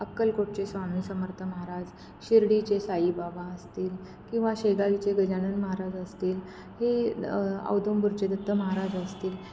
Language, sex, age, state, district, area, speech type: Marathi, female, 30-45, Maharashtra, Kolhapur, urban, spontaneous